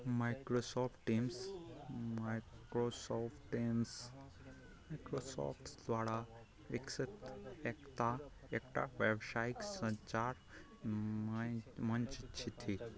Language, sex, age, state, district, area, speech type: Maithili, male, 18-30, Bihar, Araria, rural, read